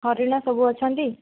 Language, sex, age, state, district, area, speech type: Odia, female, 45-60, Odisha, Kandhamal, rural, conversation